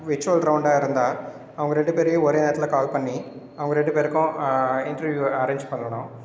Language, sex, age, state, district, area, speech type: Tamil, male, 30-45, Tamil Nadu, Cuddalore, rural, spontaneous